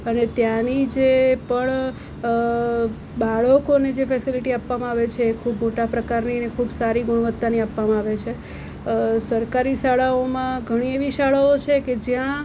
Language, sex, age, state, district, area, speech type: Gujarati, female, 30-45, Gujarat, Surat, urban, spontaneous